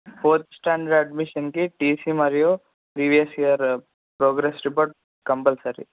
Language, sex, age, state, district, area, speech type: Telugu, male, 18-30, Andhra Pradesh, Kurnool, urban, conversation